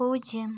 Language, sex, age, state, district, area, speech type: Malayalam, female, 45-60, Kerala, Wayanad, rural, read